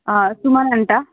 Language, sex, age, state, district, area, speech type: Telugu, female, 60+, Andhra Pradesh, Visakhapatnam, urban, conversation